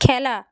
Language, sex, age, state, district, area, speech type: Bengali, female, 30-45, West Bengal, Purba Medinipur, rural, read